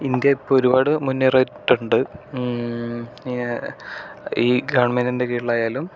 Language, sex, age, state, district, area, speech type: Malayalam, male, 18-30, Kerala, Thrissur, rural, spontaneous